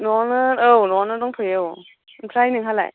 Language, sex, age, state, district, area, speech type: Bodo, female, 18-30, Assam, Baksa, rural, conversation